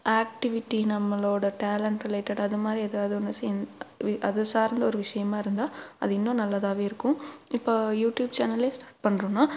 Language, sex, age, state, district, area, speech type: Tamil, female, 18-30, Tamil Nadu, Tiruppur, urban, spontaneous